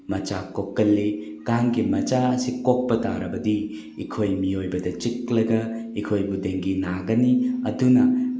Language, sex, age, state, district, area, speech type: Manipuri, male, 18-30, Manipur, Bishnupur, rural, spontaneous